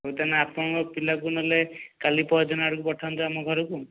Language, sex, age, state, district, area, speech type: Odia, male, 18-30, Odisha, Jajpur, rural, conversation